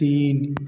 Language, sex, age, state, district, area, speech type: Hindi, male, 18-30, Uttar Pradesh, Jaunpur, urban, read